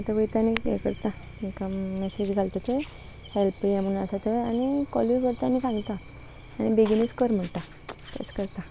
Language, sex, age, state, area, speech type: Goan Konkani, female, 18-30, Goa, rural, spontaneous